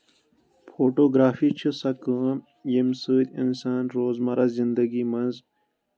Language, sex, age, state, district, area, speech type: Kashmiri, male, 18-30, Jammu and Kashmir, Kulgam, rural, spontaneous